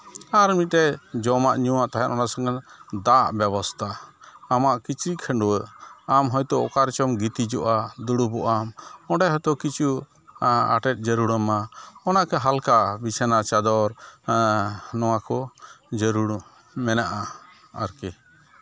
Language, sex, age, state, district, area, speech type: Santali, male, 60+, West Bengal, Malda, rural, spontaneous